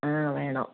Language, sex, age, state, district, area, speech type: Malayalam, female, 60+, Kerala, Kozhikode, rural, conversation